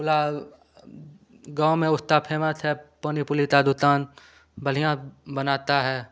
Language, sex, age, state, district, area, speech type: Hindi, male, 18-30, Bihar, Begusarai, rural, spontaneous